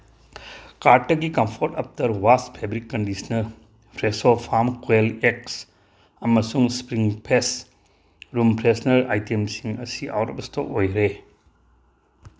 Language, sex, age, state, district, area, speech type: Manipuri, male, 60+, Manipur, Tengnoupal, rural, read